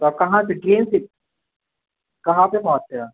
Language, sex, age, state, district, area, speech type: Hindi, male, 18-30, Madhya Pradesh, Jabalpur, urban, conversation